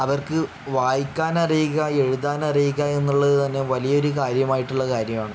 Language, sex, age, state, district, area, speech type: Malayalam, male, 45-60, Kerala, Palakkad, rural, spontaneous